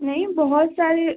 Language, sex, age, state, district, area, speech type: Hindi, female, 18-30, Madhya Pradesh, Balaghat, rural, conversation